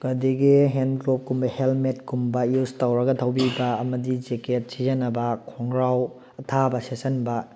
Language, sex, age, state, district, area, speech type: Manipuri, male, 18-30, Manipur, Thoubal, rural, spontaneous